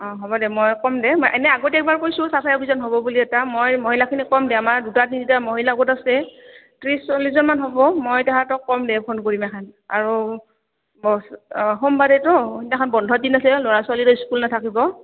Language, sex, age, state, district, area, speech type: Assamese, female, 30-45, Assam, Goalpara, urban, conversation